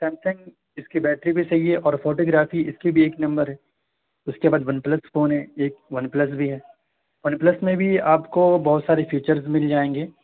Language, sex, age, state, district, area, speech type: Urdu, male, 18-30, Uttar Pradesh, Saharanpur, urban, conversation